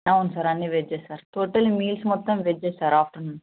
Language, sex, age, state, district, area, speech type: Telugu, female, 30-45, Telangana, Vikarabad, urban, conversation